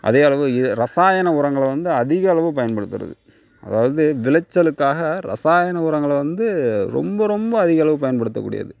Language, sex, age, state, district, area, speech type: Tamil, female, 30-45, Tamil Nadu, Tiruvarur, urban, spontaneous